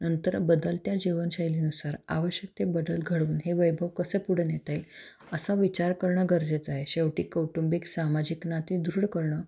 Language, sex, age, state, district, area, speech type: Marathi, female, 30-45, Maharashtra, Satara, urban, spontaneous